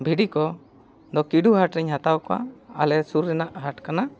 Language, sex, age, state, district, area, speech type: Santali, male, 45-60, Jharkhand, East Singhbhum, rural, spontaneous